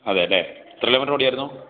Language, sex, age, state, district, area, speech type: Malayalam, male, 45-60, Kerala, Idukki, rural, conversation